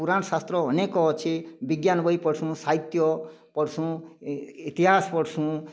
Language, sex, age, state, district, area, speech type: Odia, male, 45-60, Odisha, Kalahandi, rural, spontaneous